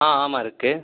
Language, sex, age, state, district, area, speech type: Tamil, male, 18-30, Tamil Nadu, Viluppuram, urban, conversation